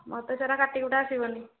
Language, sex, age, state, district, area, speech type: Odia, female, 60+, Odisha, Jharsuguda, rural, conversation